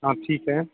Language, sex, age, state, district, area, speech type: Hindi, male, 30-45, Bihar, Darbhanga, rural, conversation